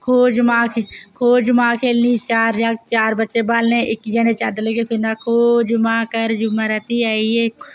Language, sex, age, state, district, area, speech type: Dogri, female, 18-30, Jammu and Kashmir, Reasi, rural, spontaneous